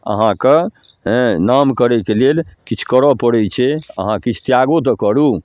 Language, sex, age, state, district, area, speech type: Maithili, male, 45-60, Bihar, Darbhanga, rural, spontaneous